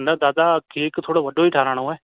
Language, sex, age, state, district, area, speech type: Sindhi, male, 18-30, Rajasthan, Ajmer, urban, conversation